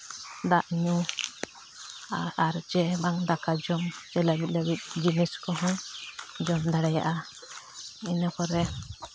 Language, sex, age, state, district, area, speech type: Santali, female, 30-45, Jharkhand, Seraikela Kharsawan, rural, spontaneous